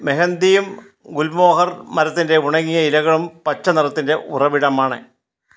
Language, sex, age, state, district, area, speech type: Malayalam, male, 60+, Kerala, Kottayam, rural, read